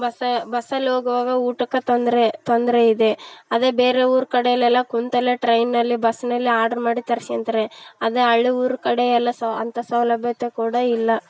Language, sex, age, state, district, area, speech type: Kannada, female, 18-30, Karnataka, Vijayanagara, rural, spontaneous